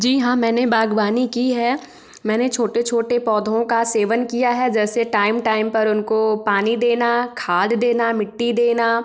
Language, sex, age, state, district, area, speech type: Hindi, female, 18-30, Madhya Pradesh, Ujjain, urban, spontaneous